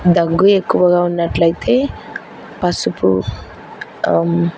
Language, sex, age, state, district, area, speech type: Telugu, female, 18-30, Andhra Pradesh, Kurnool, rural, spontaneous